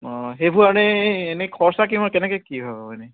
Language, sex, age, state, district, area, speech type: Assamese, male, 18-30, Assam, Dibrugarh, urban, conversation